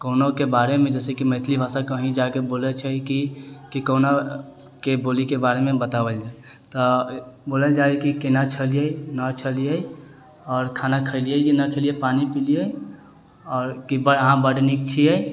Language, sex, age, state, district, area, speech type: Maithili, male, 18-30, Bihar, Sitamarhi, urban, spontaneous